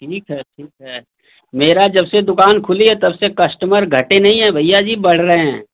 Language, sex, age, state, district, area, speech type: Hindi, male, 30-45, Uttar Pradesh, Mau, urban, conversation